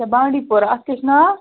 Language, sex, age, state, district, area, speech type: Kashmiri, female, 18-30, Jammu and Kashmir, Baramulla, rural, conversation